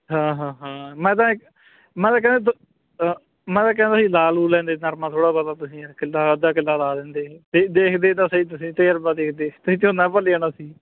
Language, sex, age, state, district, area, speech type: Punjabi, male, 30-45, Punjab, Bathinda, rural, conversation